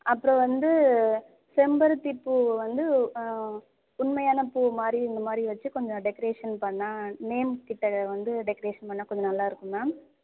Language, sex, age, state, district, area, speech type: Tamil, female, 30-45, Tamil Nadu, Ariyalur, rural, conversation